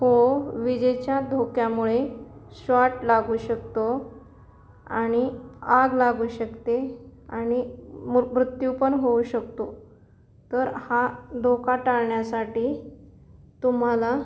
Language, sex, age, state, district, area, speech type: Marathi, female, 45-60, Maharashtra, Nanded, urban, spontaneous